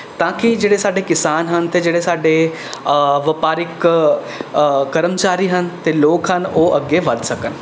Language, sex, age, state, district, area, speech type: Punjabi, male, 18-30, Punjab, Rupnagar, urban, spontaneous